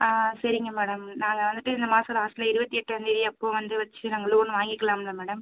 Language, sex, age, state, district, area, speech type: Tamil, female, 30-45, Tamil Nadu, Pudukkottai, rural, conversation